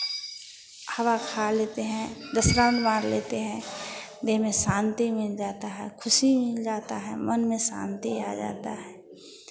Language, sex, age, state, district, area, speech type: Hindi, female, 60+, Bihar, Vaishali, urban, spontaneous